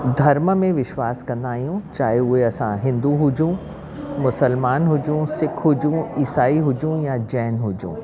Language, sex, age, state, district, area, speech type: Sindhi, female, 60+, Delhi, South Delhi, urban, spontaneous